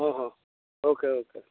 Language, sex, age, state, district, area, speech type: Odia, male, 60+, Odisha, Jharsuguda, rural, conversation